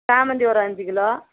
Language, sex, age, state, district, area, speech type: Tamil, female, 60+, Tamil Nadu, Madurai, rural, conversation